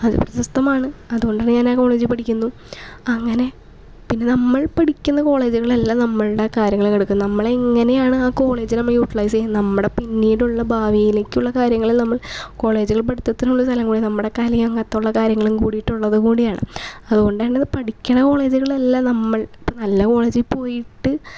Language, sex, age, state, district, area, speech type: Malayalam, female, 18-30, Kerala, Thrissur, rural, spontaneous